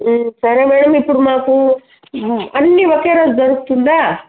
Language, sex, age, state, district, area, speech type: Telugu, female, 45-60, Andhra Pradesh, Chittoor, rural, conversation